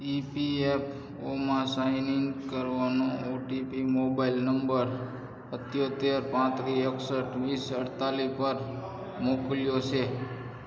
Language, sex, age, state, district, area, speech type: Gujarati, male, 30-45, Gujarat, Morbi, rural, read